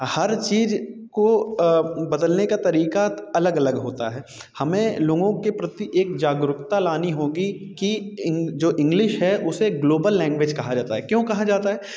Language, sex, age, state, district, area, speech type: Hindi, male, 30-45, Uttar Pradesh, Bhadohi, urban, spontaneous